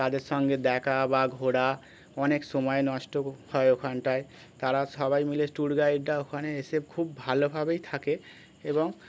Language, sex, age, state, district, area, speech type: Bengali, male, 30-45, West Bengal, Birbhum, urban, spontaneous